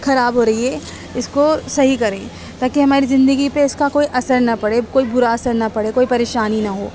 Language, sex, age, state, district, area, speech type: Urdu, female, 30-45, Delhi, East Delhi, urban, spontaneous